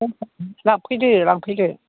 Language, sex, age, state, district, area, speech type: Bodo, female, 60+, Assam, Chirang, rural, conversation